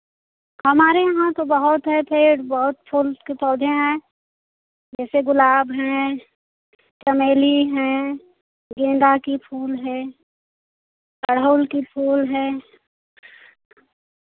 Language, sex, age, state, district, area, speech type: Hindi, female, 45-60, Uttar Pradesh, Chandauli, rural, conversation